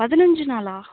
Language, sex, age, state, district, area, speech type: Tamil, female, 18-30, Tamil Nadu, Mayiladuthurai, rural, conversation